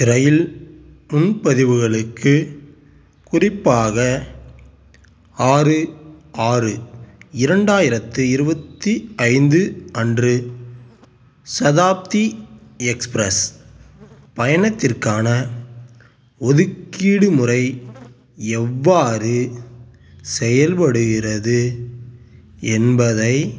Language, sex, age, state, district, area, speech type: Tamil, male, 18-30, Tamil Nadu, Tiruchirappalli, rural, read